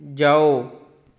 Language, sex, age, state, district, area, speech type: Punjabi, male, 30-45, Punjab, Kapurthala, urban, read